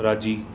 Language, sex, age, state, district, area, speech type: Sindhi, male, 30-45, Maharashtra, Thane, urban, read